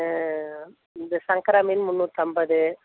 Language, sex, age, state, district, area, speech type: Tamil, female, 30-45, Tamil Nadu, Coimbatore, rural, conversation